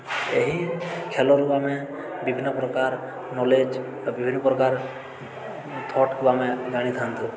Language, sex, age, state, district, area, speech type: Odia, male, 18-30, Odisha, Balangir, urban, spontaneous